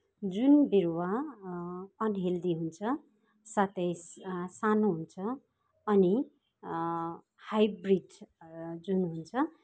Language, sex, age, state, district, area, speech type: Nepali, female, 45-60, West Bengal, Kalimpong, rural, spontaneous